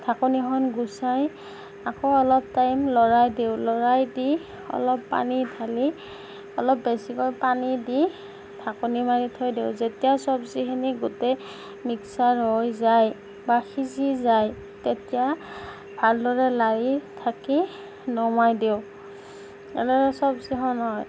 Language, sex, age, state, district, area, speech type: Assamese, female, 18-30, Assam, Darrang, rural, spontaneous